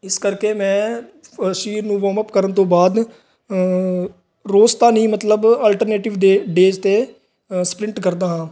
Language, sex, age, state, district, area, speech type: Punjabi, male, 18-30, Punjab, Fazilka, urban, spontaneous